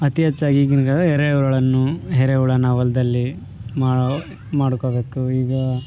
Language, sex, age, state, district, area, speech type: Kannada, male, 18-30, Karnataka, Vijayanagara, rural, spontaneous